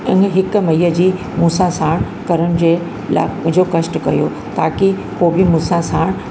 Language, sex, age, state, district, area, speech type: Sindhi, female, 60+, Uttar Pradesh, Lucknow, rural, spontaneous